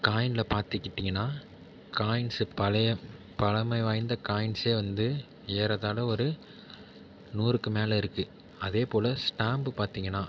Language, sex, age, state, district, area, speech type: Tamil, male, 30-45, Tamil Nadu, Tiruvarur, urban, spontaneous